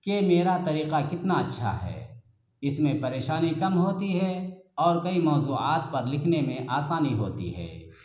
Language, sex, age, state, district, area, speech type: Urdu, male, 45-60, Bihar, Araria, rural, spontaneous